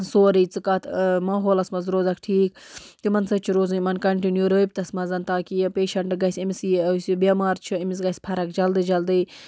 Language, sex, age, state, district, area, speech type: Kashmiri, female, 18-30, Jammu and Kashmir, Baramulla, rural, spontaneous